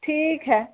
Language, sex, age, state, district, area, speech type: Maithili, female, 18-30, Bihar, Samastipur, rural, conversation